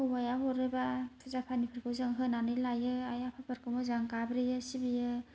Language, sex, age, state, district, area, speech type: Bodo, other, 30-45, Assam, Kokrajhar, rural, spontaneous